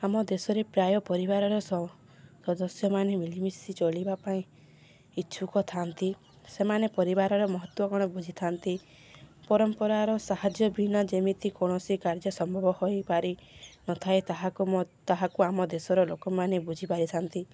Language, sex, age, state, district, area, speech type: Odia, female, 18-30, Odisha, Subarnapur, urban, spontaneous